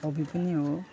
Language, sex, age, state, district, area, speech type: Nepali, male, 18-30, West Bengal, Alipurduar, rural, spontaneous